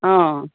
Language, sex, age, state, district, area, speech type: Assamese, female, 60+, Assam, Dibrugarh, rural, conversation